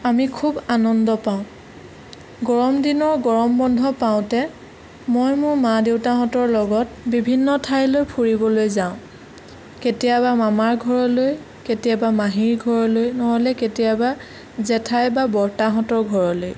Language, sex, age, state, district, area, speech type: Assamese, female, 18-30, Assam, Sonitpur, rural, spontaneous